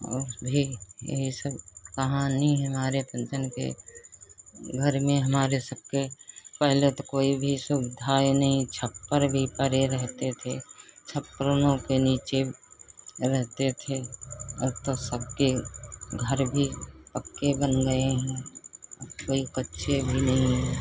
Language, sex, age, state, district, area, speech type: Hindi, female, 60+, Uttar Pradesh, Lucknow, urban, spontaneous